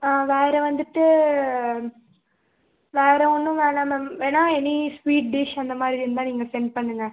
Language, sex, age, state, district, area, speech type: Tamil, male, 45-60, Tamil Nadu, Ariyalur, rural, conversation